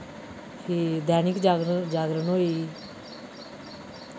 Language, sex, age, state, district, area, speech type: Dogri, female, 45-60, Jammu and Kashmir, Udhampur, urban, spontaneous